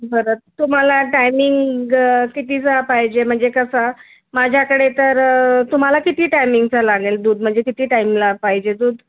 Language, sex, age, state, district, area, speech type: Marathi, female, 45-60, Maharashtra, Nagpur, urban, conversation